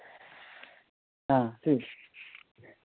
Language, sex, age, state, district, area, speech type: Dogri, female, 45-60, Jammu and Kashmir, Reasi, rural, conversation